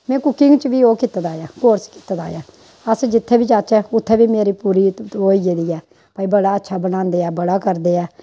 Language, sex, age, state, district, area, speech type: Dogri, female, 45-60, Jammu and Kashmir, Samba, rural, spontaneous